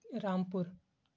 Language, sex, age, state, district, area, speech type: Urdu, male, 18-30, Delhi, East Delhi, urban, spontaneous